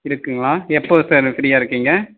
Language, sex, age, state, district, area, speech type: Tamil, male, 18-30, Tamil Nadu, Kallakurichi, rural, conversation